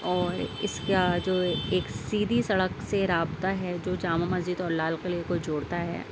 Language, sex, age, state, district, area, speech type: Urdu, female, 30-45, Delhi, Central Delhi, urban, spontaneous